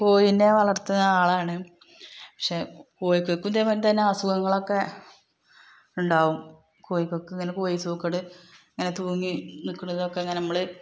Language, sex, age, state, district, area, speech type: Malayalam, female, 30-45, Kerala, Malappuram, rural, spontaneous